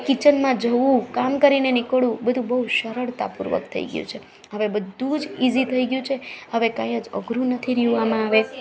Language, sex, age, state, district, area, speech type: Gujarati, female, 30-45, Gujarat, Junagadh, urban, spontaneous